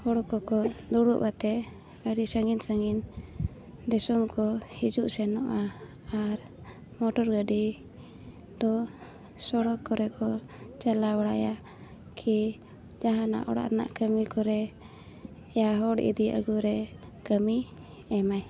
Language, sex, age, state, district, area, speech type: Santali, female, 18-30, Jharkhand, Bokaro, rural, spontaneous